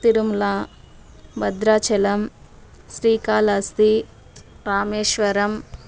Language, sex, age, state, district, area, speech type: Telugu, female, 30-45, Andhra Pradesh, Chittoor, rural, spontaneous